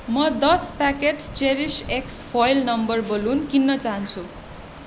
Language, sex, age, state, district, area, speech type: Nepali, female, 18-30, West Bengal, Darjeeling, rural, read